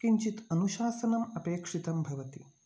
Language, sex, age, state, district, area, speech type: Sanskrit, male, 45-60, Karnataka, Uttara Kannada, rural, spontaneous